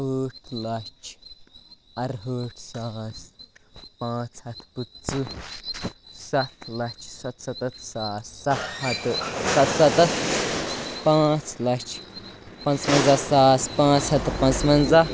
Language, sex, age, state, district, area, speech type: Kashmiri, male, 18-30, Jammu and Kashmir, Baramulla, rural, spontaneous